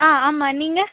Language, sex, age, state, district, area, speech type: Tamil, female, 18-30, Tamil Nadu, Pudukkottai, rural, conversation